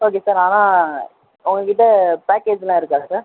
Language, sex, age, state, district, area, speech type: Tamil, male, 18-30, Tamil Nadu, Viluppuram, urban, conversation